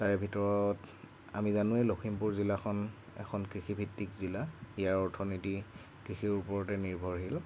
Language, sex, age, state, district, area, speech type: Assamese, male, 18-30, Assam, Lakhimpur, rural, spontaneous